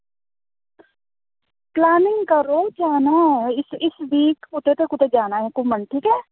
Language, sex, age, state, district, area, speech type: Dogri, female, 30-45, Jammu and Kashmir, Reasi, rural, conversation